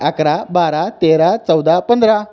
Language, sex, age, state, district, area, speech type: Marathi, male, 18-30, Maharashtra, Pune, urban, spontaneous